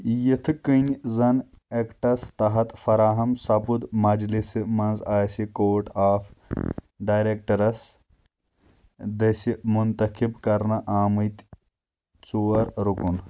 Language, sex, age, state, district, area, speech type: Kashmiri, male, 30-45, Jammu and Kashmir, Kulgam, rural, read